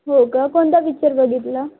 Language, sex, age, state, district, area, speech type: Marathi, female, 18-30, Maharashtra, Wardha, rural, conversation